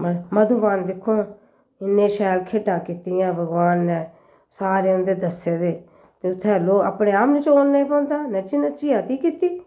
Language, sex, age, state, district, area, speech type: Dogri, female, 60+, Jammu and Kashmir, Jammu, urban, spontaneous